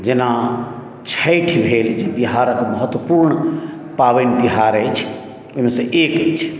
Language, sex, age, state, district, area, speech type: Maithili, male, 60+, Bihar, Madhubani, urban, spontaneous